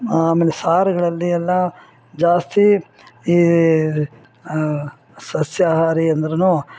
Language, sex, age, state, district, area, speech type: Kannada, female, 60+, Karnataka, Bangalore Urban, rural, spontaneous